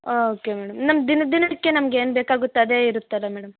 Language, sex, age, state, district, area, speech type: Kannada, female, 18-30, Karnataka, Bellary, urban, conversation